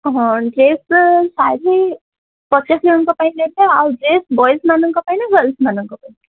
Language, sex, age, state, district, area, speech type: Odia, male, 18-30, Odisha, Koraput, urban, conversation